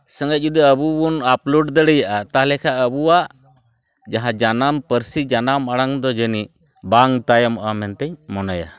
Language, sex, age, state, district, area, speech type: Santali, male, 45-60, West Bengal, Purulia, rural, spontaneous